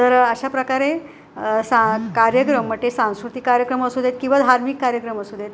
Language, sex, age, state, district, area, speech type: Marathi, female, 45-60, Maharashtra, Ratnagiri, rural, spontaneous